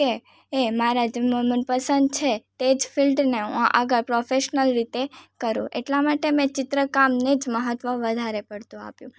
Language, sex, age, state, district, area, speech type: Gujarati, female, 18-30, Gujarat, Surat, rural, spontaneous